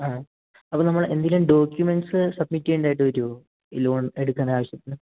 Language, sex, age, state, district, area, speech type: Malayalam, male, 18-30, Kerala, Idukki, rural, conversation